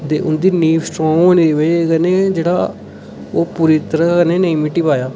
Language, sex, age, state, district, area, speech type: Dogri, male, 18-30, Jammu and Kashmir, Udhampur, rural, spontaneous